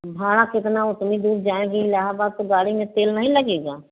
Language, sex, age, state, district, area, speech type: Hindi, female, 60+, Uttar Pradesh, Prayagraj, rural, conversation